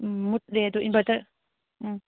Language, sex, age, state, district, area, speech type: Manipuri, female, 18-30, Manipur, Kangpokpi, urban, conversation